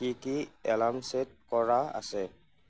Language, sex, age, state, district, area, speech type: Assamese, male, 30-45, Assam, Nagaon, rural, read